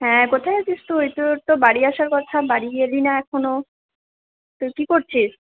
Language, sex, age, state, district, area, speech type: Bengali, female, 60+, West Bengal, Purba Bardhaman, urban, conversation